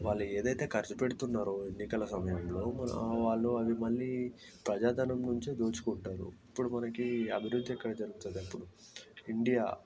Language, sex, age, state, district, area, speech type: Telugu, male, 18-30, Telangana, Ranga Reddy, urban, spontaneous